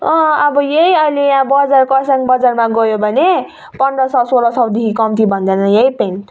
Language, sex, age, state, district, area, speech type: Nepali, female, 30-45, West Bengal, Darjeeling, rural, spontaneous